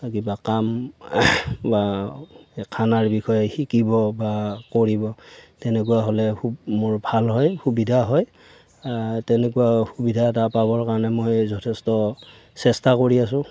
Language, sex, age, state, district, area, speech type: Assamese, male, 45-60, Assam, Darrang, rural, spontaneous